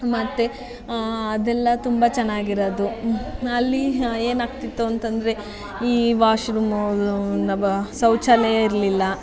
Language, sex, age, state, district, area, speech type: Kannada, female, 30-45, Karnataka, Mandya, rural, spontaneous